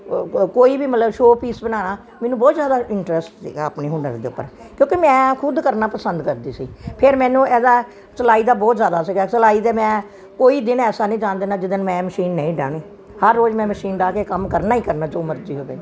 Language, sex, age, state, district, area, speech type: Punjabi, female, 60+, Punjab, Gurdaspur, urban, spontaneous